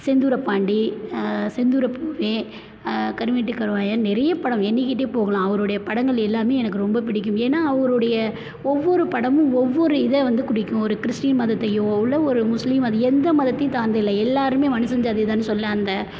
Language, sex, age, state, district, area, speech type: Tamil, female, 30-45, Tamil Nadu, Perambalur, rural, spontaneous